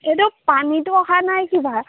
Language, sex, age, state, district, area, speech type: Assamese, female, 18-30, Assam, Jorhat, urban, conversation